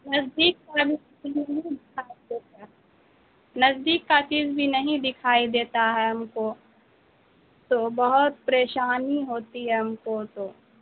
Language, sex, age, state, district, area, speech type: Urdu, female, 18-30, Bihar, Saharsa, rural, conversation